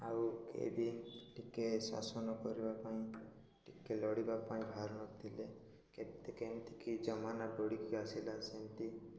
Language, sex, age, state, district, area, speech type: Odia, male, 18-30, Odisha, Koraput, urban, spontaneous